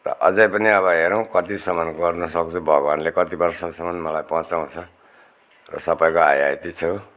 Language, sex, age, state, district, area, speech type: Nepali, male, 60+, West Bengal, Darjeeling, rural, spontaneous